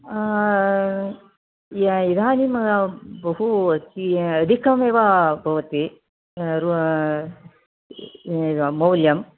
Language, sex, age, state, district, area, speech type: Sanskrit, female, 60+, Karnataka, Mysore, urban, conversation